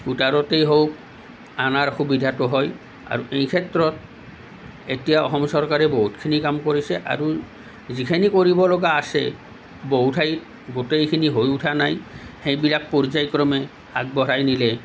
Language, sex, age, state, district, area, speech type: Assamese, male, 45-60, Assam, Nalbari, rural, spontaneous